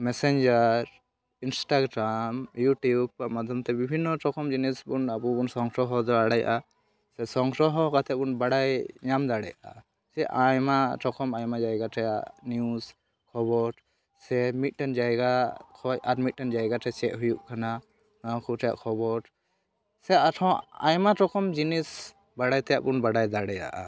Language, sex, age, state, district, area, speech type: Santali, male, 18-30, West Bengal, Malda, rural, spontaneous